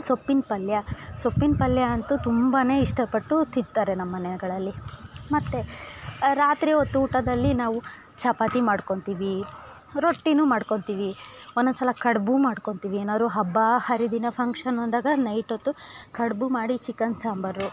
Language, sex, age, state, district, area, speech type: Kannada, female, 30-45, Karnataka, Chikkamagaluru, rural, spontaneous